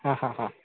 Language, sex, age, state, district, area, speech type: Kannada, male, 18-30, Karnataka, Shimoga, urban, conversation